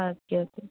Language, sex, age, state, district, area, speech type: Malayalam, female, 18-30, Kerala, Kollam, rural, conversation